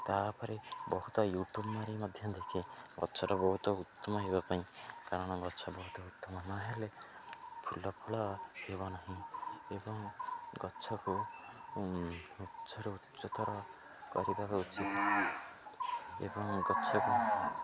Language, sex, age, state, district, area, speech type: Odia, male, 18-30, Odisha, Jagatsinghpur, rural, spontaneous